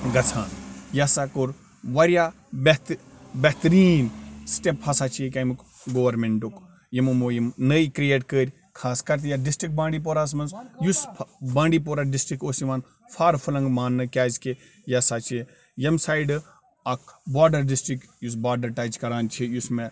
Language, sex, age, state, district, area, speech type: Kashmiri, male, 45-60, Jammu and Kashmir, Bandipora, rural, spontaneous